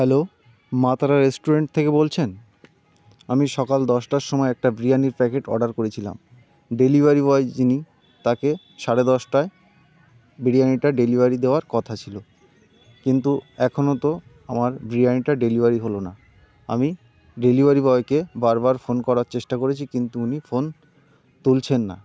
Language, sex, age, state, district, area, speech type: Bengali, male, 30-45, West Bengal, North 24 Parganas, rural, spontaneous